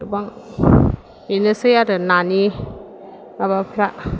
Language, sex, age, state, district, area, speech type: Bodo, female, 30-45, Assam, Chirang, urban, spontaneous